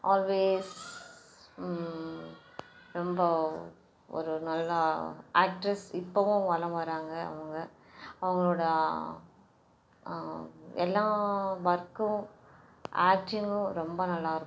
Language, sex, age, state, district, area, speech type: Tamil, female, 18-30, Tamil Nadu, Tiruvallur, urban, spontaneous